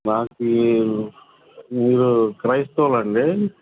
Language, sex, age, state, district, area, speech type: Telugu, male, 30-45, Andhra Pradesh, Bapatla, urban, conversation